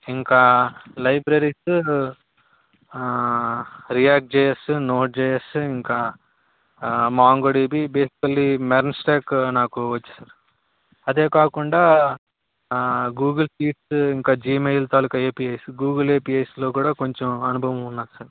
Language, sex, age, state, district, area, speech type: Telugu, male, 18-30, Andhra Pradesh, Vizianagaram, rural, conversation